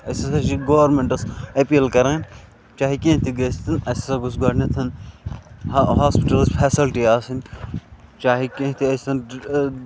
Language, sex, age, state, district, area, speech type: Kashmiri, male, 18-30, Jammu and Kashmir, Bandipora, rural, spontaneous